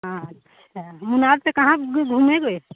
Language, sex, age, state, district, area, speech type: Hindi, female, 30-45, Uttar Pradesh, Prayagraj, urban, conversation